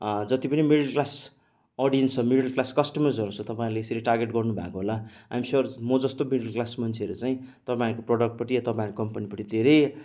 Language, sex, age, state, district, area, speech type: Nepali, male, 30-45, West Bengal, Kalimpong, rural, spontaneous